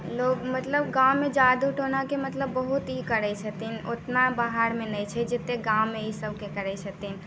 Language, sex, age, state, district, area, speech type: Maithili, female, 18-30, Bihar, Muzaffarpur, rural, spontaneous